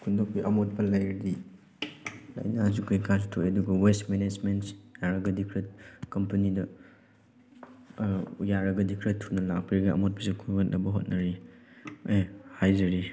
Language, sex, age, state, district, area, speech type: Manipuri, male, 18-30, Manipur, Chandel, rural, spontaneous